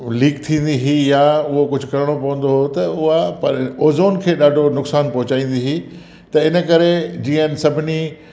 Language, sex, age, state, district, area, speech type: Sindhi, male, 60+, Gujarat, Kutch, urban, spontaneous